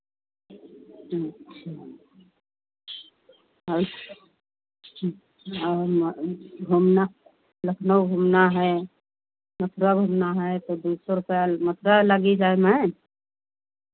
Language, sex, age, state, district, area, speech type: Hindi, female, 60+, Uttar Pradesh, Lucknow, rural, conversation